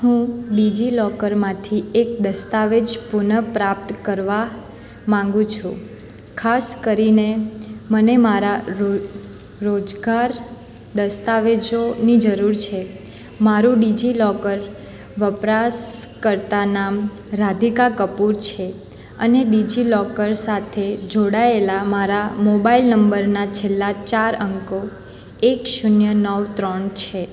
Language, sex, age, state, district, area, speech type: Gujarati, female, 18-30, Gujarat, Surat, rural, read